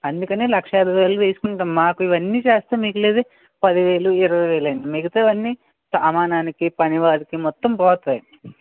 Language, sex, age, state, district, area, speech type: Telugu, male, 18-30, Andhra Pradesh, West Godavari, rural, conversation